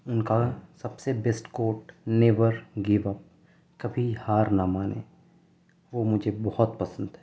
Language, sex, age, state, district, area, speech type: Urdu, male, 30-45, Delhi, South Delhi, rural, spontaneous